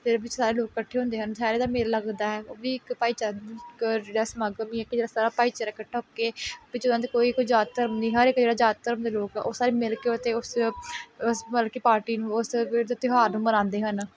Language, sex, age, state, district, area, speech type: Punjabi, female, 18-30, Punjab, Pathankot, rural, spontaneous